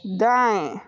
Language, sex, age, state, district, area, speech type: Hindi, male, 30-45, Uttar Pradesh, Sonbhadra, rural, read